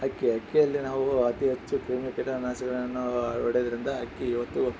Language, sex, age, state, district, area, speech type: Kannada, male, 45-60, Karnataka, Bellary, rural, spontaneous